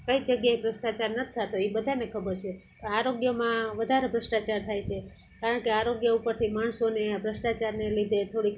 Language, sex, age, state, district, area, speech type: Gujarati, female, 60+, Gujarat, Junagadh, rural, spontaneous